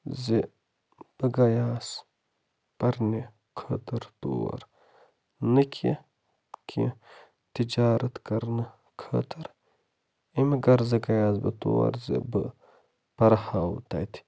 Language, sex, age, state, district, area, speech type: Kashmiri, male, 45-60, Jammu and Kashmir, Baramulla, rural, spontaneous